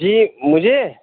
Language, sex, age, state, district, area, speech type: Urdu, male, 30-45, Uttar Pradesh, Rampur, urban, conversation